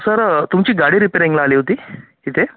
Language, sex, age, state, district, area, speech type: Marathi, male, 30-45, Maharashtra, Wardha, urban, conversation